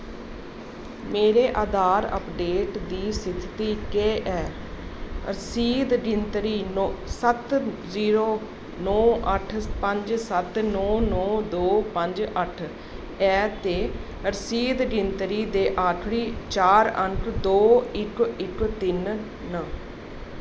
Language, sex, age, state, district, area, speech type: Dogri, female, 30-45, Jammu and Kashmir, Jammu, urban, read